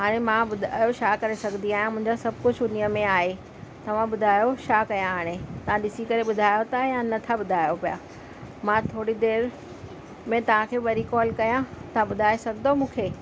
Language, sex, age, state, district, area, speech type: Sindhi, female, 45-60, Delhi, South Delhi, urban, spontaneous